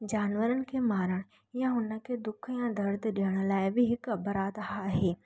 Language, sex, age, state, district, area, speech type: Sindhi, female, 18-30, Rajasthan, Ajmer, urban, spontaneous